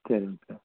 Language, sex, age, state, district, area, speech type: Tamil, male, 18-30, Tamil Nadu, Erode, rural, conversation